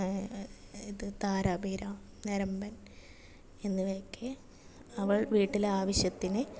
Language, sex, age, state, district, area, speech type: Malayalam, female, 30-45, Kerala, Kasaragod, rural, spontaneous